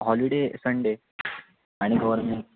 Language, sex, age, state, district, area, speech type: Marathi, male, 18-30, Maharashtra, Sindhudurg, rural, conversation